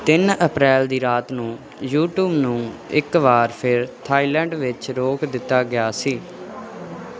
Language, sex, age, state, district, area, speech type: Punjabi, male, 18-30, Punjab, Firozpur, rural, read